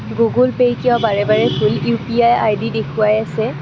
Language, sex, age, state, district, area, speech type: Assamese, female, 18-30, Assam, Kamrup Metropolitan, urban, read